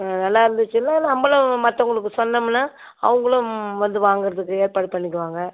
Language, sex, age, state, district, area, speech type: Tamil, female, 60+, Tamil Nadu, Viluppuram, rural, conversation